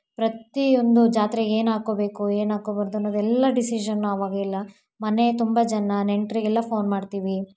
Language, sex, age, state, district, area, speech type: Kannada, female, 18-30, Karnataka, Davanagere, rural, spontaneous